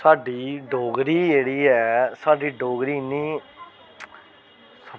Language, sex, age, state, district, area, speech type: Dogri, male, 30-45, Jammu and Kashmir, Jammu, urban, spontaneous